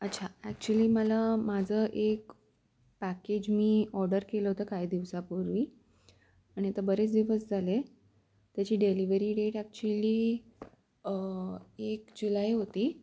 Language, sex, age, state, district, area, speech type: Marathi, female, 18-30, Maharashtra, Pune, urban, spontaneous